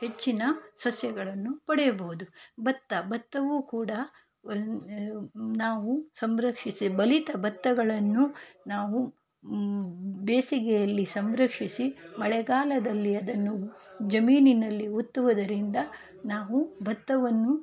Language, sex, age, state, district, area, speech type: Kannada, female, 45-60, Karnataka, Shimoga, rural, spontaneous